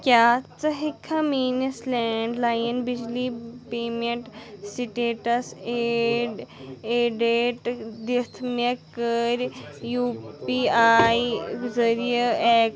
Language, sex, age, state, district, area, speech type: Kashmiri, female, 30-45, Jammu and Kashmir, Anantnag, urban, read